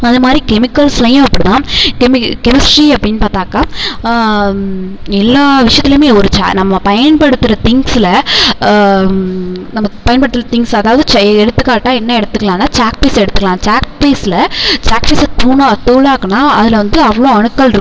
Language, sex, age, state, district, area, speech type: Tamil, female, 18-30, Tamil Nadu, Tiruvarur, rural, spontaneous